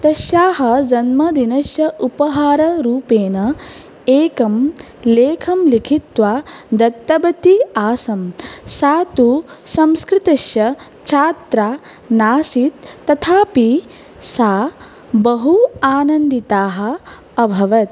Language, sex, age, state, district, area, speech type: Sanskrit, female, 18-30, Assam, Baksa, rural, spontaneous